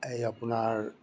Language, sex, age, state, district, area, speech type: Assamese, male, 60+, Assam, Kamrup Metropolitan, urban, spontaneous